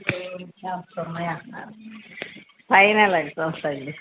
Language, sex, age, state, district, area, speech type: Telugu, female, 45-60, Andhra Pradesh, N T Rama Rao, urban, conversation